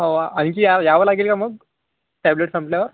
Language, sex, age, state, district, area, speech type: Marathi, male, 45-60, Maharashtra, Yavatmal, rural, conversation